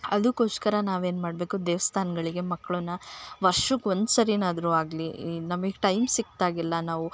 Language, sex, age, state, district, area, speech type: Kannada, female, 18-30, Karnataka, Chikkamagaluru, rural, spontaneous